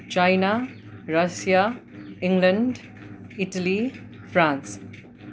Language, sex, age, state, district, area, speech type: Nepali, male, 18-30, West Bengal, Darjeeling, rural, spontaneous